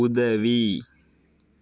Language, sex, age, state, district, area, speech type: Tamil, male, 60+, Tamil Nadu, Tiruvarur, rural, read